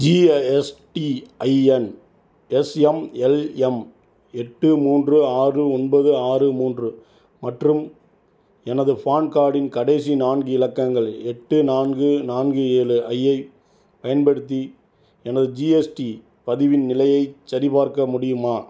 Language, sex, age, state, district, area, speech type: Tamil, male, 45-60, Tamil Nadu, Tiruchirappalli, rural, read